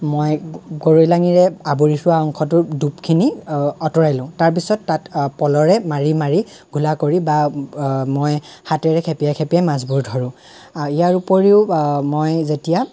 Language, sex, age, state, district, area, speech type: Assamese, male, 18-30, Assam, Lakhimpur, rural, spontaneous